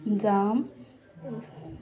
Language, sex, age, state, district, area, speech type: Marathi, female, 18-30, Maharashtra, Beed, rural, spontaneous